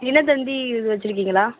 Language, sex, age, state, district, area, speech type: Tamil, female, 18-30, Tamil Nadu, Madurai, urban, conversation